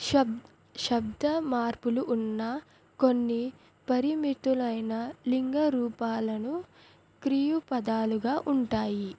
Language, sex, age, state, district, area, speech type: Telugu, female, 18-30, Andhra Pradesh, Sri Satya Sai, urban, spontaneous